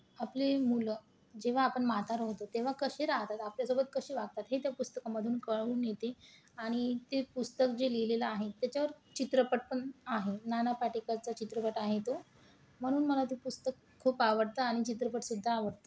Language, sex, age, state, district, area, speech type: Marathi, female, 18-30, Maharashtra, Washim, urban, spontaneous